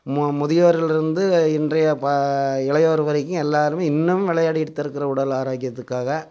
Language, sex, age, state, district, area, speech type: Tamil, male, 60+, Tamil Nadu, Coimbatore, rural, spontaneous